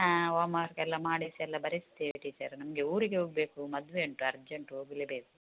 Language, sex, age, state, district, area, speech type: Kannada, female, 45-60, Karnataka, Udupi, rural, conversation